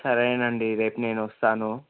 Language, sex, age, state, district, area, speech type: Telugu, male, 18-30, Telangana, Ranga Reddy, urban, conversation